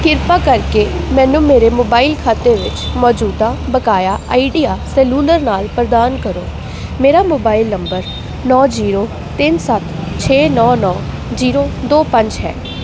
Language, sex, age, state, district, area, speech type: Punjabi, female, 18-30, Punjab, Jalandhar, urban, read